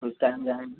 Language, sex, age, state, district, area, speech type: Hindi, male, 30-45, Uttar Pradesh, Mau, rural, conversation